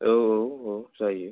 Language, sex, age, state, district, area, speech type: Bodo, male, 18-30, Assam, Kokrajhar, urban, conversation